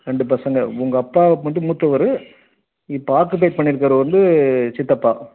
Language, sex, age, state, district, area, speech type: Tamil, male, 30-45, Tamil Nadu, Krishnagiri, rural, conversation